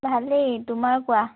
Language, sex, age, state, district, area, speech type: Assamese, female, 18-30, Assam, Tinsukia, rural, conversation